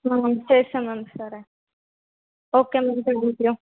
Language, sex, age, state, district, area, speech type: Telugu, female, 18-30, Telangana, Suryapet, urban, conversation